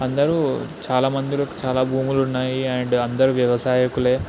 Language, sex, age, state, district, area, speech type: Telugu, male, 18-30, Telangana, Ranga Reddy, urban, spontaneous